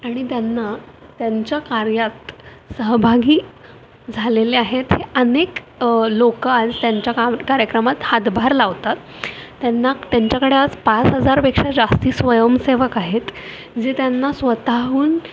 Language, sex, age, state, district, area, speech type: Marathi, female, 30-45, Maharashtra, Pune, urban, spontaneous